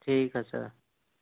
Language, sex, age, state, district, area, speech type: Urdu, male, 18-30, Uttar Pradesh, Ghaziabad, urban, conversation